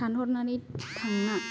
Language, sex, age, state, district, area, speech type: Bodo, female, 30-45, Assam, Kokrajhar, rural, spontaneous